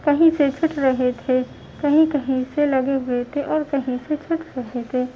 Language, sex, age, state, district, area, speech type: Urdu, female, 18-30, Uttar Pradesh, Gautam Buddha Nagar, urban, spontaneous